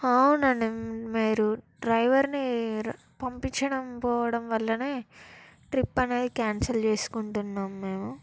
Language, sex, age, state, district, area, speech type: Telugu, female, 18-30, Telangana, Peddapalli, rural, spontaneous